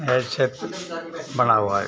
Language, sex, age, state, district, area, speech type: Hindi, male, 45-60, Bihar, Madhepura, rural, spontaneous